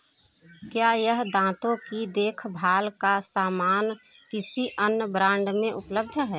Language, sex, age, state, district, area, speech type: Hindi, female, 30-45, Uttar Pradesh, Prayagraj, rural, read